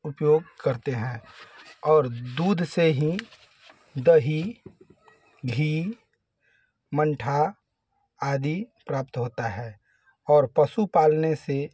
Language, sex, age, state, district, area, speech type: Hindi, male, 30-45, Uttar Pradesh, Varanasi, urban, spontaneous